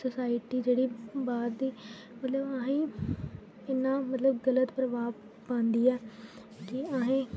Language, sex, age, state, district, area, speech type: Dogri, female, 18-30, Jammu and Kashmir, Jammu, rural, spontaneous